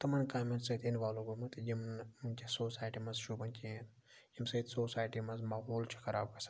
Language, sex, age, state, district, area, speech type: Kashmiri, male, 30-45, Jammu and Kashmir, Budgam, rural, spontaneous